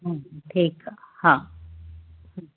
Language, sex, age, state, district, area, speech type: Sindhi, female, 60+, Maharashtra, Ahmednagar, urban, conversation